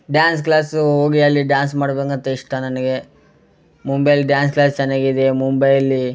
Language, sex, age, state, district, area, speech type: Kannada, male, 18-30, Karnataka, Gulbarga, urban, spontaneous